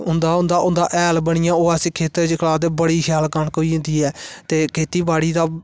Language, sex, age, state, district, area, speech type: Dogri, male, 18-30, Jammu and Kashmir, Samba, rural, spontaneous